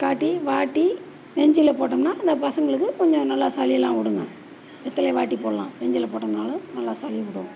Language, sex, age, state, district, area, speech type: Tamil, female, 60+, Tamil Nadu, Perambalur, rural, spontaneous